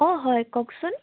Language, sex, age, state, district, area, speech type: Assamese, female, 18-30, Assam, Sivasagar, rural, conversation